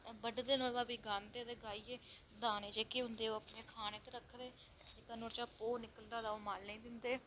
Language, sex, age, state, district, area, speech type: Dogri, female, 18-30, Jammu and Kashmir, Reasi, rural, spontaneous